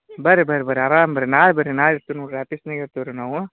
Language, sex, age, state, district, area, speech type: Kannada, male, 30-45, Karnataka, Gadag, rural, conversation